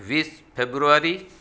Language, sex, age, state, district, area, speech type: Gujarati, male, 45-60, Gujarat, Surat, urban, spontaneous